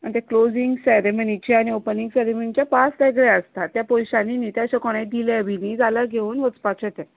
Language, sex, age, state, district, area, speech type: Goan Konkani, female, 30-45, Goa, Tiswadi, rural, conversation